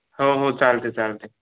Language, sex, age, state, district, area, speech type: Marathi, male, 18-30, Maharashtra, Hingoli, urban, conversation